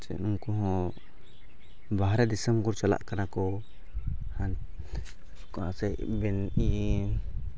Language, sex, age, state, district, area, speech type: Santali, male, 18-30, Jharkhand, Pakur, rural, spontaneous